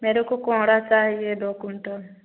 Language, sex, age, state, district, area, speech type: Hindi, female, 30-45, Uttar Pradesh, Prayagraj, rural, conversation